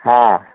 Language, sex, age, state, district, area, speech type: Odia, male, 60+, Odisha, Gajapati, rural, conversation